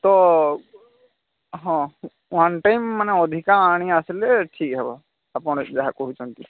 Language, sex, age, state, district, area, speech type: Odia, male, 45-60, Odisha, Nuapada, urban, conversation